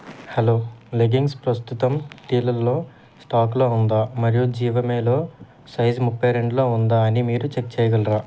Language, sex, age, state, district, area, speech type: Telugu, male, 18-30, Andhra Pradesh, N T Rama Rao, urban, read